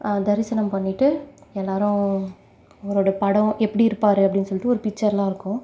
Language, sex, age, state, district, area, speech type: Tamil, female, 45-60, Tamil Nadu, Sivaganga, rural, spontaneous